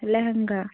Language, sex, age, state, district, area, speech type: Bengali, female, 45-60, West Bengal, South 24 Parganas, rural, conversation